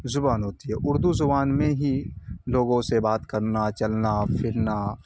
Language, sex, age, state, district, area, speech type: Urdu, male, 18-30, Bihar, Khagaria, rural, spontaneous